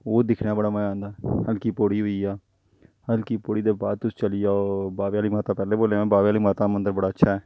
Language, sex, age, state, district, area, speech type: Dogri, male, 30-45, Jammu and Kashmir, Jammu, rural, spontaneous